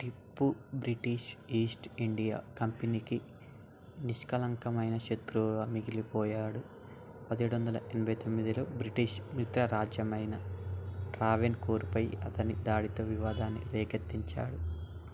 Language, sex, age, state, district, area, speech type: Telugu, male, 18-30, Telangana, Medchal, urban, read